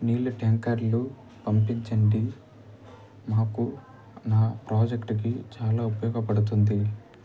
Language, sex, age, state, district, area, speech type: Telugu, male, 30-45, Andhra Pradesh, Nellore, urban, spontaneous